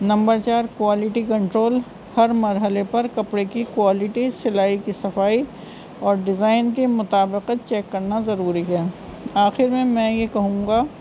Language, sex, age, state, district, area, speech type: Urdu, female, 45-60, Uttar Pradesh, Rampur, urban, spontaneous